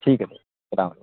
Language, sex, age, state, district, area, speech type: Urdu, male, 30-45, Bihar, Purnia, rural, conversation